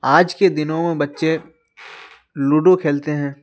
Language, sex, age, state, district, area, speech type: Urdu, male, 30-45, Bihar, Khagaria, rural, spontaneous